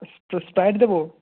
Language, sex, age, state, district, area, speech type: Bengali, male, 18-30, West Bengal, Jalpaiguri, rural, conversation